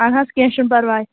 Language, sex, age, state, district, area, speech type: Kashmiri, female, 18-30, Jammu and Kashmir, Kulgam, rural, conversation